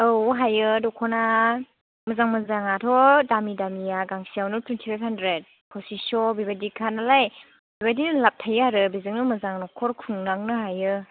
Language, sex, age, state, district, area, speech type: Bodo, female, 18-30, Assam, Chirang, rural, conversation